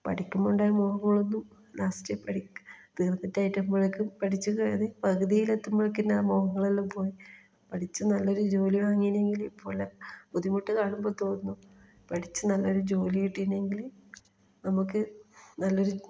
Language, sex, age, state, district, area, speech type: Malayalam, female, 30-45, Kerala, Kasaragod, rural, spontaneous